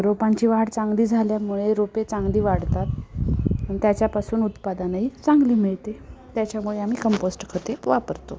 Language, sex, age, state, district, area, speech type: Marathi, female, 45-60, Maharashtra, Osmanabad, rural, spontaneous